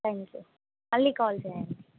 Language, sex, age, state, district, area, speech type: Telugu, female, 18-30, Telangana, Mahbubnagar, urban, conversation